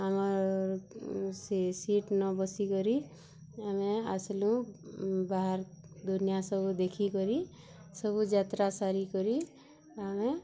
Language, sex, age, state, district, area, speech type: Odia, female, 30-45, Odisha, Bargarh, urban, spontaneous